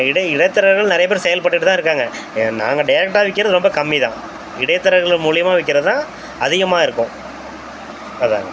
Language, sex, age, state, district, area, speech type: Tamil, male, 45-60, Tamil Nadu, Thanjavur, rural, spontaneous